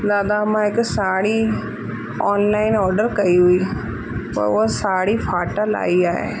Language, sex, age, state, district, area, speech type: Sindhi, female, 30-45, Rajasthan, Ajmer, urban, spontaneous